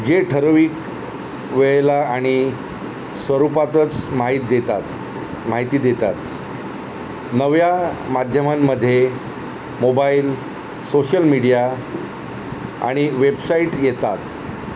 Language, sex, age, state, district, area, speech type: Marathi, male, 45-60, Maharashtra, Thane, rural, spontaneous